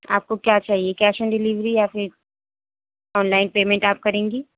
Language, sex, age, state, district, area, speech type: Urdu, female, 18-30, Delhi, North West Delhi, urban, conversation